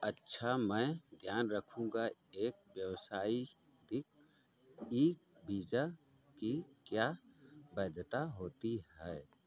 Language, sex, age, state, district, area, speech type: Hindi, male, 45-60, Uttar Pradesh, Mau, rural, read